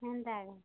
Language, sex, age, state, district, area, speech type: Odia, female, 30-45, Odisha, Kalahandi, rural, conversation